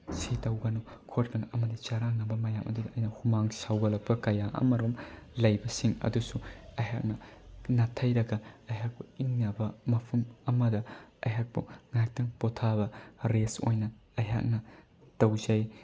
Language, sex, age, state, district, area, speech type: Manipuri, male, 18-30, Manipur, Bishnupur, rural, spontaneous